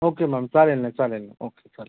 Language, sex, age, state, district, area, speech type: Marathi, male, 30-45, Maharashtra, Akola, rural, conversation